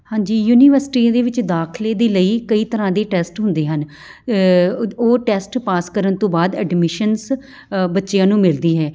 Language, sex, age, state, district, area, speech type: Punjabi, female, 30-45, Punjab, Amritsar, urban, spontaneous